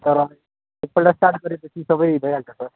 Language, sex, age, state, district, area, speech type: Nepali, male, 18-30, West Bengal, Darjeeling, urban, conversation